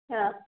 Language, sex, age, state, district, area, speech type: Kannada, female, 18-30, Karnataka, Hassan, rural, conversation